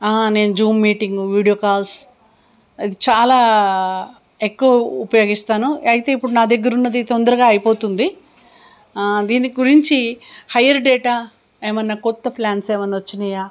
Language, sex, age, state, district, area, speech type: Telugu, female, 60+, Telangana, Hyderabad, urban, spontaneous